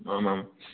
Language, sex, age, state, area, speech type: Sanskrit, male, 18-30, Madhya Pradesh, rural, conversation